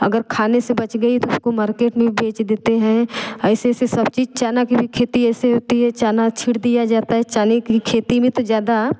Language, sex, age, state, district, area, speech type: Hindi, female, 30-45, Uttar Pradesh, Varanasi, rural, spontaneous